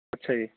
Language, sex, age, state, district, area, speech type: Punjabi, male, 30-45, Punjab, Shaheed Bhagat Singh Nagar, rural, conversation